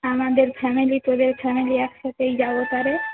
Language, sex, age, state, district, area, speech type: Bengali, female, 45-60, West Bengal, Uttar Dinajpur, urban, conversation